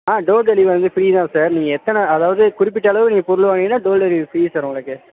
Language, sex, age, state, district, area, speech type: Tamil, male, 18-30, Tamil Nadu, Perambalur, urban, conversation